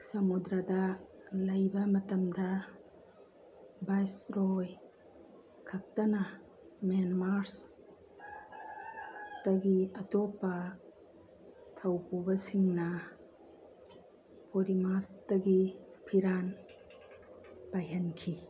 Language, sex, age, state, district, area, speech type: Manipuri, female, 45-60, Manipur, Churachandpur, urban, read